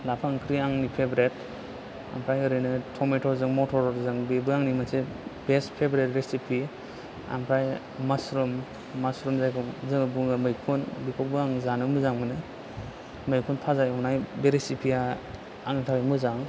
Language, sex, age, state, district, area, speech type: Bodo, male, 30-45, Assam, Chirang, rural, spontaneous